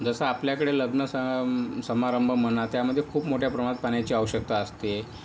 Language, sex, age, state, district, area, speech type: Marathi, male, 18-30, Maharashtra, Yavatmal, rural, spontaneous